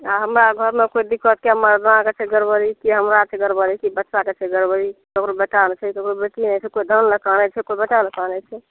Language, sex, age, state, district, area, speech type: Maithili, female, 45-60, Bihar, Madhepura, rural, conversation